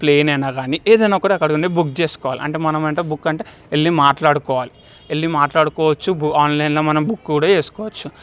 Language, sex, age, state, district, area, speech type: Telugu, male, 18-30, Telangana, Medchal, urban, spontaneous